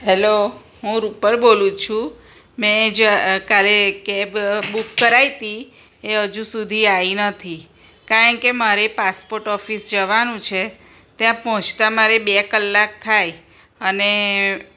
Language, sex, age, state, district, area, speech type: Gujarati, female, 45-60, Gujarat, Kheda, rural, spontaneous